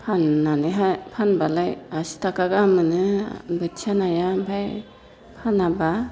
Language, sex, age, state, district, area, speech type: Bodo, female, 45-60, Assam, Chirang, rural, spontaneous